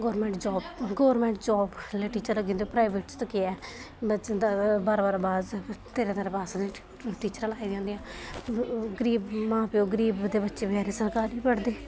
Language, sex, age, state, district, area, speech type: Dogri, female, 18-30, Jammu and Kashmir, Kathua, rural, spontaneous